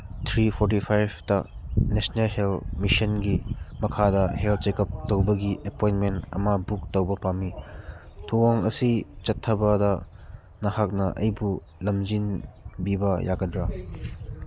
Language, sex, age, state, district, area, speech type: Manipuri, male, 30-45, Manipur, Churachandpur, rural, read